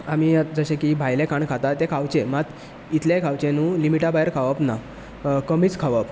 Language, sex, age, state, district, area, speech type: Goan Konkani, male, 18-30, Goa, Bardez, rural, spontaneous